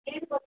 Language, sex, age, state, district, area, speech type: Tamil, female, 18-30, Tamil Nadu, Madurai, urban, conversation